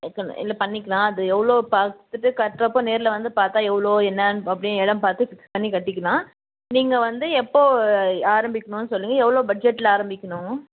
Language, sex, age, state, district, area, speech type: Tamil, female, 45-60, Tamil Nadu, Krishnagiri, rural, conversation